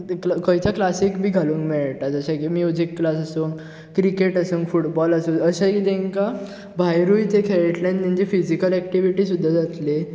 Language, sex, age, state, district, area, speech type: Goan Konkani, male, 18-30, Goa, Bardez, urban, spontaneous